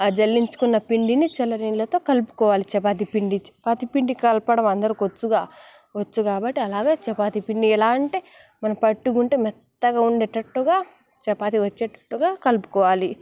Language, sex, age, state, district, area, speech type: Telugu, female, 18-30, Telangana, Nalgonda, rural, spontaneous